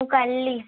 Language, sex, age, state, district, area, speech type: Marathi, female, 18-30, Maharashtra, Amravati, rural, conversation